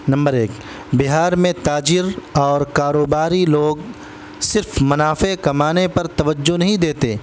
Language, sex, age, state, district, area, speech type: Urdu, male, 30-45, Bihar, Gaya, urban, spontaneous